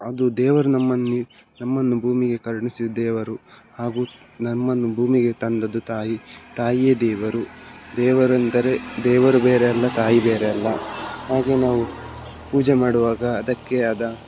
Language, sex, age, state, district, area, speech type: Kannada, male, 18-30, Karnataka, Dakshina Kannada, urban, spontaneous